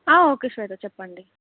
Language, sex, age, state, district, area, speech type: Telugu, female, 18-30, Andhra Pradesh, Alluri Sitarama Raju, rural, conversation